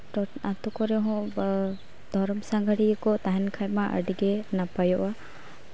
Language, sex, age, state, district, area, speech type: Santali, female, 18-30, West Bengal, Uttar Dinajpur, rural, spontaneous